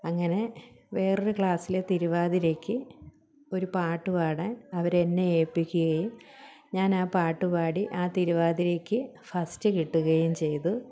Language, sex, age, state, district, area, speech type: Malayalam, female, 30-45, Kerala, Thiruvananthapuram, rural, spontaneous